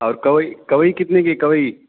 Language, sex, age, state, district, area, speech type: Hindi, male, 18-30, Uttar Pradesh, Azamgarh, rural, conversation